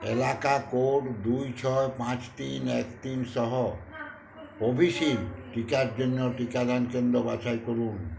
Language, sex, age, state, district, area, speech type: Bengali, male, 60+, West Bengal, Uttar Dinajpur, rural, read